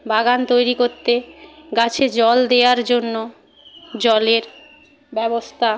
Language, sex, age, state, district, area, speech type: Bengali, female, 60+, West Bengal, Jhargram, rural, spontaneous